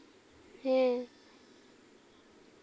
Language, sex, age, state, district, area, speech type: Santali, female, 18-30, West Bengal, Purba Medinipur, rural, spontaneous